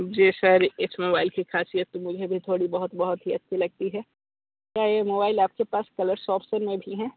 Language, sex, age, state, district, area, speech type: Hindi, male, 60+, Uttar Pradesh, Sonbhadra, rural, conversation